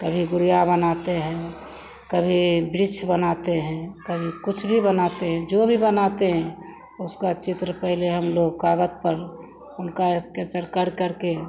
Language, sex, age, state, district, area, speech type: Hindi, female, 45-60, Bihar, Begusarai, rural, spontaneous